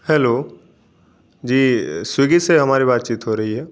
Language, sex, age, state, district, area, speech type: Hindi, male, 18-30, Delhi, New Delhi, urban, spontaneous